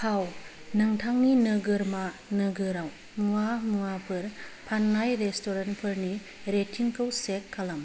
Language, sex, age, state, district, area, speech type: Bodo, female, 45-60, Assam, Kokrajhar, rural, spontaneous